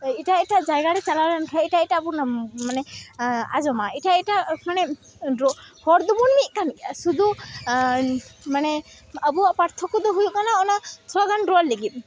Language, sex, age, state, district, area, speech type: Santali, female, 18-30, West Bengal, Malda, rural, spontaneous